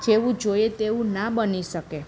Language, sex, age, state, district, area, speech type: Gujarati, female, 30-45, Gujarat, Narmada, urban, spontaneous